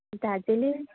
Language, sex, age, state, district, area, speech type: Bengali, female, 30-45, West Bengal, Darjeeling, rural, conversation